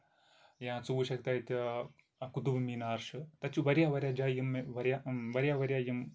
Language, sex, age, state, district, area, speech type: Kashmiri, male, 30-45, Jammu and Kashmir, Kupwara, rural, spontaneous